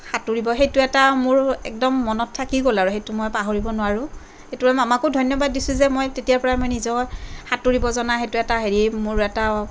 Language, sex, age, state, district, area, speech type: Assamese, female, 30-45, Assam, Kamrup Metropolitan, urban, spontaneous